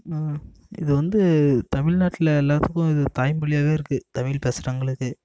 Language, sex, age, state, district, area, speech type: Tamil, male, 18-30, Tamil Nadu, Namakkal, rural, spontaneous